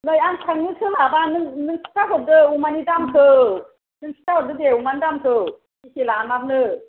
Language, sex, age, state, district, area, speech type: Bodo, female, 60+, Assam, Kokrajhar, rural, conversation